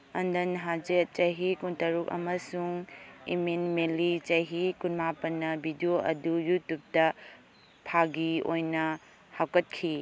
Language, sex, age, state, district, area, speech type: Manipuri, female, 30-45, Manipur, Kangpokpi, urban, read